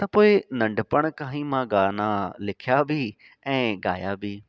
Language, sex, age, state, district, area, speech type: Sindhi, male, 30-45, Delhi, South Delhi, urban, spontaneous